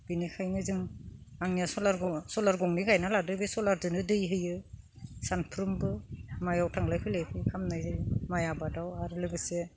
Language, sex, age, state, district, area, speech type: Bodo, female, 45-60, Assam, Udalguri, rural, spontaneous